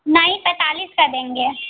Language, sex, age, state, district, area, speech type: Hindi, female, 30-45, Uttar Pradesh, Mirzapur, rural, conversation